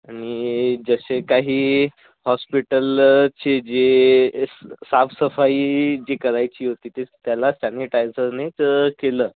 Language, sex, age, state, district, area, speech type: Marathi, female, 18-30, Maharashtra, Bhandara, urban, conversation